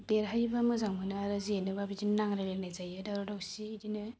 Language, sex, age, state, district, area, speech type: Bodo, female, 30-45, Assam, Chirang, rural, spontaneous